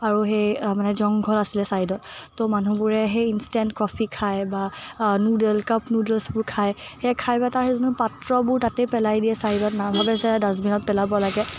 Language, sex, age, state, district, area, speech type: Assamese, female, 18-30, Assam, Morigaon, urban, spontaneous